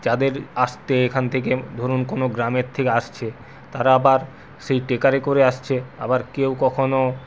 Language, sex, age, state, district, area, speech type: Bengali, male, 45-60, West Bengal, Purulia, urban, spontaneous